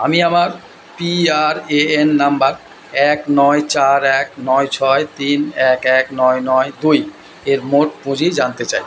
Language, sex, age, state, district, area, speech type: Bengali, male, 45-60, West Bengal, Purba Bardhaman, urban, read